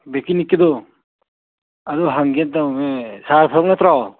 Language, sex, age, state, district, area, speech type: Manipuri, male, 30-45, Manipur, Churachandpur, rural, conversation